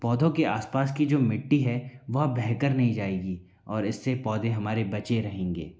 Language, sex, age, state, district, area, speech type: Hindi, male, 45-60, Madhya Pradesh, Bhopal, urban, spontaneous